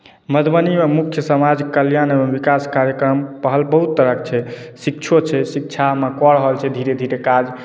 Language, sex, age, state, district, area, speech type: Maithili, male, 30-45, Bihar, Madhubani, urban, spontaneous